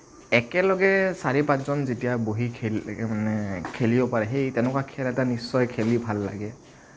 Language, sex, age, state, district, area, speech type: Assamese, male, 18-30, Assam, Kamrup Metropolitan, urban, spontaneous